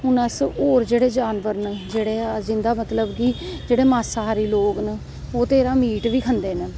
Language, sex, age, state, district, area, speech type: Dogri, female, 45-60, Jammu and Kashmir, Jammu, urban, spontaneous